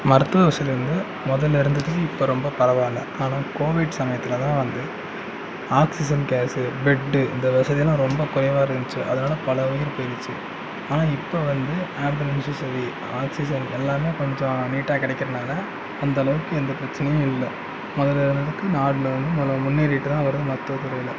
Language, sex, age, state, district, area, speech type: Tamil, male, 30-45, Tamil Nadu, Sivaganga, rural, spontaneous